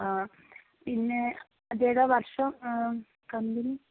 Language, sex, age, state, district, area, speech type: Malayalam, female, 45-60, Kerala, Kozhikode, urban, conversation